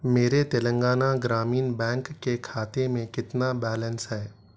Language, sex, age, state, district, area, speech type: Urdu, male, 30-45, Telangana, Hyderabad, urban, read